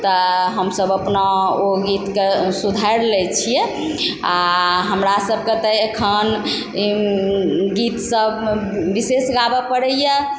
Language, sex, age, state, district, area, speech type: Maithili, male, 45-60, Bihar, Supaul, rural, spontaneous